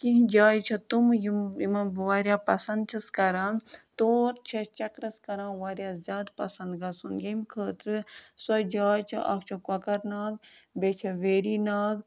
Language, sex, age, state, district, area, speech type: Kashmiri, female, 30-45, Jammu and Kashmir, Budgam, rural, spontaneous